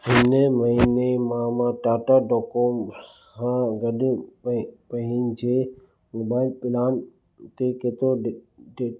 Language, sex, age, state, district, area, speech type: Sindhi, male, 30-45, Gujarat, Kutch, rural, read